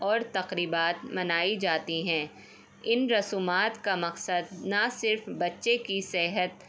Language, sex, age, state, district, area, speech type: Urdu, female, 30-45, Uttar Pradesh, Ghaziabad, urban, spontaneous